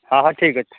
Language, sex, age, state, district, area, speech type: Odia, male, 30-45, Odisha, Nayagarh, rural, conversation